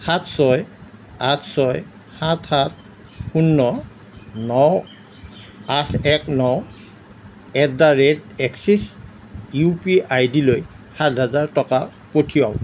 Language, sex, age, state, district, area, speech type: Assamese, male, 60+, Assam, Darrang, rural, read